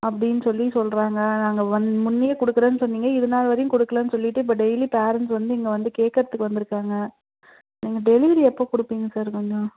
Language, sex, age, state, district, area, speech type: Tamil, female, 45-60, Tamil Nadu, Krishnagiri, rural, conversation